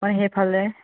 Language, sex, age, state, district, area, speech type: Assamese, female, 30-45, Assam, Charaideo, rural, conversation